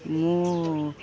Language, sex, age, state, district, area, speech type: Odia, female, 45-60, Odisha, Sundergarh, rural, spontaneous